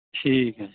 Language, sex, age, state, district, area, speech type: Punjabi, male, 30-45, Punjab, Mansa, urban, conversation